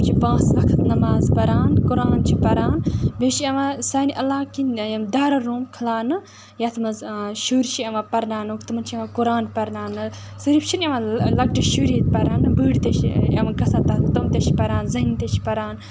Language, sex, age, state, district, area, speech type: Kashmiri, female, 18-30, Jammu and Kashmir, Kupwara, rural, spontaneous